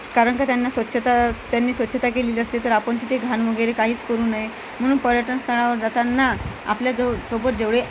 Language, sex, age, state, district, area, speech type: Marathi, female, 30-45, Maharashtra, Amravati, urban, spontaneous